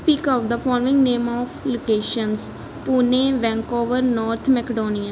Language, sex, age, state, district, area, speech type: Punjabi, female, 30-45, Punjab, Barnala, rural, spontaneous